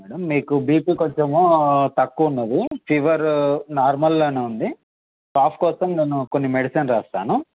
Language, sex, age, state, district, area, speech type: Telugu, male, 30-45, Telangana, Peddapalli, rural, conversation